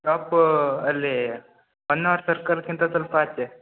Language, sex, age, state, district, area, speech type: Kannada, male, 18-30, Karnataka, Uttara Kannada, rural, conversation